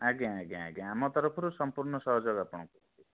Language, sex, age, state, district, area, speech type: Odia, male, 30-45, Odisha, Bhadrak, rural, conversation